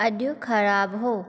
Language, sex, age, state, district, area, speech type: Sindhi, female, 18-30, Maharashtra, Thane, urban, read